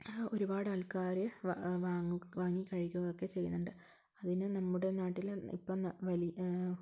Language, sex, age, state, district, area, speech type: Malayalam, female, 45-60, Kerala, Wayanad, rural, spontaneous